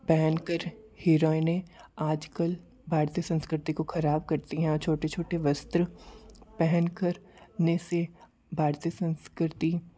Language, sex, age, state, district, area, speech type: Hindi, male, 18-30, Rajasthan, Jodhpur, urban, spontaneous